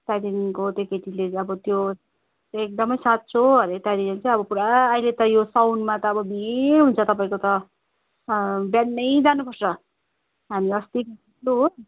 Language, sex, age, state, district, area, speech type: Nepali, female, 30-45, West Bengal, Kalimpong, rural, conversation